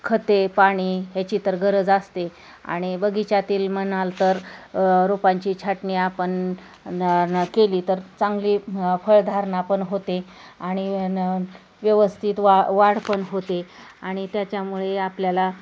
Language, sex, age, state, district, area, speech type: Marathi, female, 30-45, Maharashtra, Osmanabad, rural, spontaneous